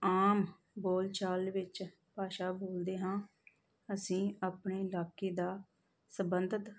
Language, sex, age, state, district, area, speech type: Punjabi, female, 30-45, Punjab, Tarn Taran, rural, spontaneous